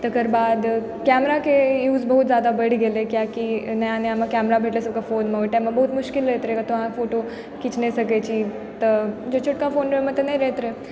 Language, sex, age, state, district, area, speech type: Maithili, female, 18-30, Bihar, Supaul, urban, spontaneous